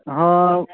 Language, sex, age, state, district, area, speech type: Marathi, male, 30-45, Maharashtra, Ratnagiri, urban, conversation